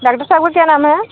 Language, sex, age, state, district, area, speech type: Hindi, female, 18-30, Uttar Pradesh, Mirzapur, urban, conversation